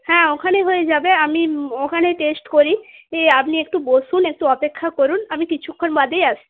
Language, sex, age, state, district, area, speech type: Bengali, female, 18-30, West Bengal, Purba Medinipur, rural, conversation